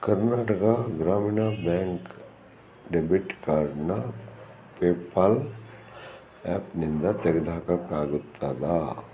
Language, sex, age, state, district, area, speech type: Kannada, male, 60+, Karnataka, Shimoga, rural, read